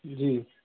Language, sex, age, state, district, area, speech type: Hindi, male, 30-45, Uttar Pradesh, Bhadohi, rural, conversation